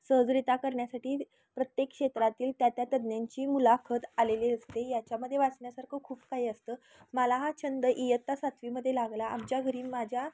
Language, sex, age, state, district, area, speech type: Marathi, female, 18-30, Maharashtra, Kolhapur, urban, spontaneous